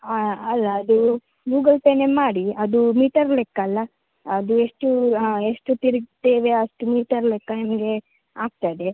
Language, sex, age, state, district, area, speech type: Kannada, female, 30-45, Karnataka, Shimoga, rural, conversation